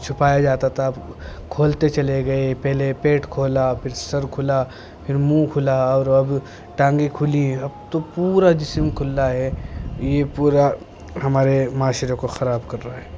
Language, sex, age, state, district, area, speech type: Urdu, male, 18-30, Uttar Pradesh, Muzaffarnagar, urban, spontaneous